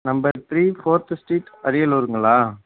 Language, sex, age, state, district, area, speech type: Tamil, male, 45-60, Tamil Nadu, Ariyalur, rural, conversation